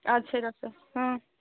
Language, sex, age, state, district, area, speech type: Kashmiri, female, 45-60, Jammu and Kashmir, Srinagar, urban, conversation